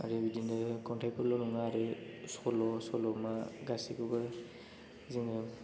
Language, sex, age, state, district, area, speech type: Bodo, male, 18-30, Assam, Chirang, rural, spontaneous